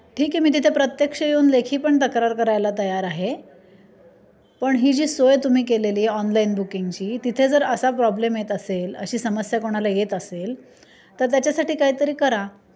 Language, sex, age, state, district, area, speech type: Marathi, female, 30-45, Maharashtra, Nashik, urban, spontaneous